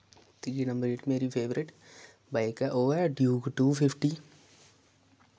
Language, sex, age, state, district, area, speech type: Dogri, male, 18-30, Jammu and Kashmir, Samba, rural, spontaneous